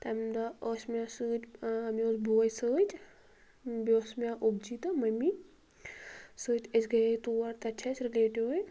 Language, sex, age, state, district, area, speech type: Kashmiri, female, 18-30, Jammu and Kashmir, Anantnag, rural, spontaneous